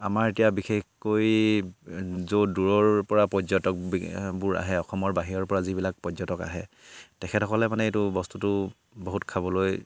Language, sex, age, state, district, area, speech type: Assamese, male, 30-45, Assam, Sivasagar, rural, spontaneous